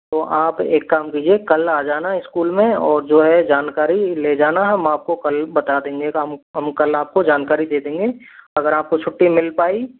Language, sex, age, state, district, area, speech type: Hindi, male, 45-60, Rajasthan, Karauli, rural, conversation